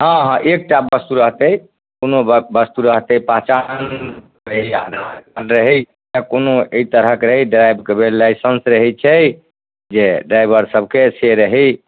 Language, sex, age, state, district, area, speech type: Maithili, male, 60+, Bihar, Madhubani, rural, conversation